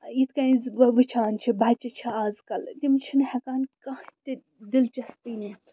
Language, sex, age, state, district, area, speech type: Kashmiri, female, 45-60, Jammu and Kashmir, Srinagar, urban, spontaneous